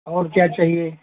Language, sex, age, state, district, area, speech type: Hindi, male, 60+, Uttar Pradesh, Hardoi, rural, conversation